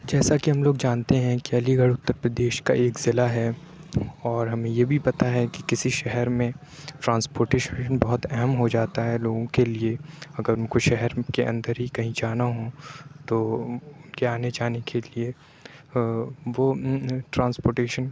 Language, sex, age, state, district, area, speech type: Urdu, male, 18-30, Uttar Pradesh, Aligarh, urban, spontaneous